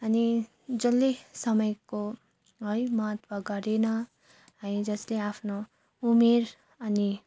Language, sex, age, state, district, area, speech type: Nepali, female, 30-45, West Bengal, Darjeeling, rural, spontaneous